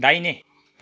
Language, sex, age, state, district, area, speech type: Nepali, male, 45-60, West Bengal, Kalimpong, rural, read